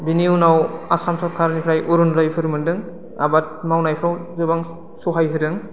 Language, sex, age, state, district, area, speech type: Bodo, male, 30-45, Assam, Udalguri, rural, spontaneous